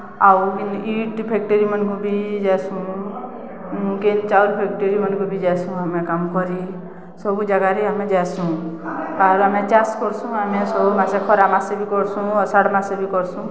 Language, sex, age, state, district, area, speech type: Odia, female, 60+, Odisha, Balangir, urban, spontaneous